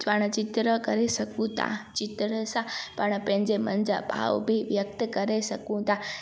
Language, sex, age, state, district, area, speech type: Sindhi, female, 18-30, Gujarat, Junagadh, rural, spontaneous